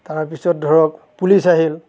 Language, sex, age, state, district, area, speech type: Assamese, male, 60+, Assam, Nagaon, rural, spontaneous